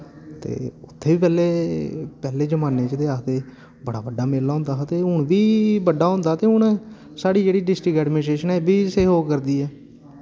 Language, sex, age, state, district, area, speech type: Dogri, male, 18-30, Jammu and Kashmir, Samba, rural, spontaneous